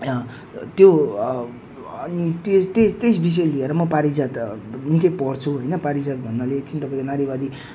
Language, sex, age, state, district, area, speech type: Nepali, male, 30-45, West Bengal, Jalpaiguri, urban, spontaneous